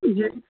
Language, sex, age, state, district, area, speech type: Urdu, male, 30-45, Bihar, Purnia, rural, conversation